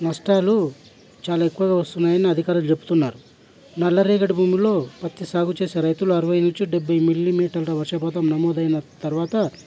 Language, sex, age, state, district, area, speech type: Telugu, male, 30-45, Telangana, Hyderabad, rural, spontaneous